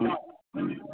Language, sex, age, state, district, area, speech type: Dogri, male, 30-45, Jammu and Kashmir, Reasi, urban, conversation